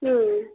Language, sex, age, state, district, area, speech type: Kannada, female, 18-30, Karnataka, Chitradurga, rural, conversation